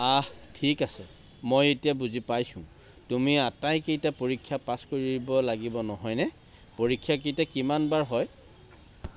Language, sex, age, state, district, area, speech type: Assamese, male, 45-60, Assam, Charaideo, rural, read